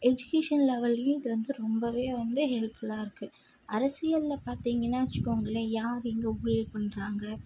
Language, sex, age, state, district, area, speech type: Tamil, female, 18-30, Tamil Nadu, Tirupattur, urban, spontaneous